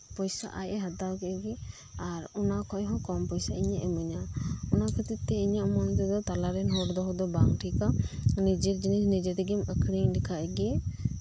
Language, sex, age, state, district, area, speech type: Santali, female, 30-45, West Bengal, Birbhum, rural, spontaneous